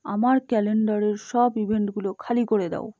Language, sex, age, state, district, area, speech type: Bengali, female, 60+, West Bengal, Purba Bardhaman, urban, read